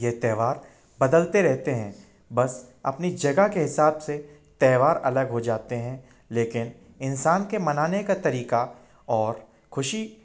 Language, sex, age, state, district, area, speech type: Hindi, male, 18-30, Madhya Pradesh, Indore, urban, spontaneous